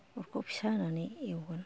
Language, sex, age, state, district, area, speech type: Bodo, female, 60+, Assam, Kokrajhar, rural, spontaneous